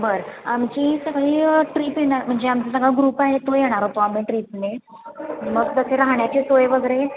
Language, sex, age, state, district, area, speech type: Marathi, female, 18-30, Maharashtra, Kolhapur, urban, conversation